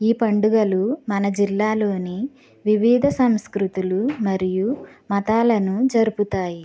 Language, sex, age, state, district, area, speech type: Telugu, female, 45-60, Andhra Pradesh, West Godavari, rural, spontaneous